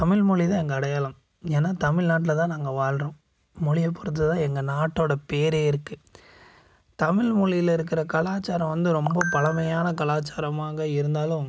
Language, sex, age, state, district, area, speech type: Tamil, male, 18-30, Tamil Nadu, Coimbatore, urban, spontaneous